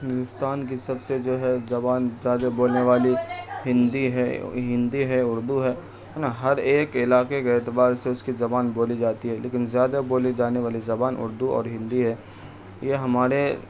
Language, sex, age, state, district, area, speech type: Urdu, male, 45-60, Bihar, Supaul, rural, spontaneous